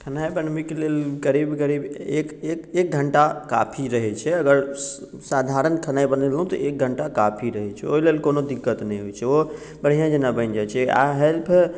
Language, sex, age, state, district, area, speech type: Maithili, male, 45-60, Bihar, Madhubani, urban, spontaneous